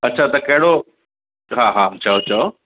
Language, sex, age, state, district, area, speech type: Sindhi, male, 30-45, Delhi, South Delhi, urban, conversation